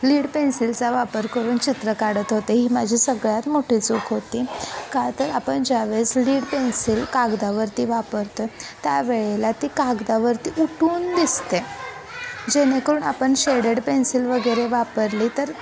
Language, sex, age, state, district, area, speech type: Marathi, female, 18-30, Maharashtra, Kolhapur, rural, spontaneous